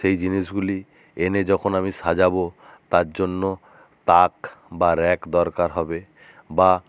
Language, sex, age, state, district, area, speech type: Bengali, male, 60+, West Bengal, Nadia, rural, spontaneous